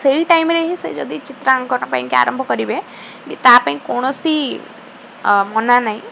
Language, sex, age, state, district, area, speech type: Odia, female, 45-60, Odisha, Rayagada, rural, spontaneous